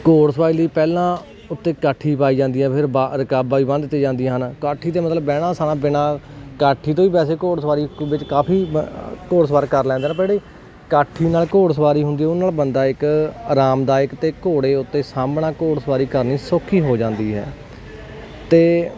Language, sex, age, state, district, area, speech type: Punjabi, male, 18-30, Punjab, Hoshiarpur, rural, spontaneous